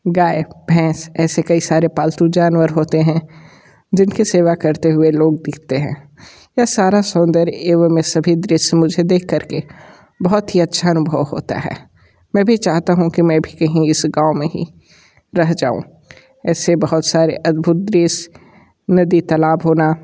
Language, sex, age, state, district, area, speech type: Hindi, male, 30-45, Uttar Pradesh, Sonbhadra, rural, spontaneous